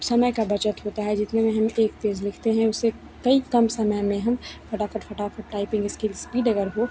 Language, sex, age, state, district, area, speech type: Hindi, female, 18-30, Bihar, Begusarai, rural, spontaneous